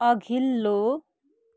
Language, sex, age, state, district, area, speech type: Nepali, female, 30-45, West Bengal, Darjeeling, rural, read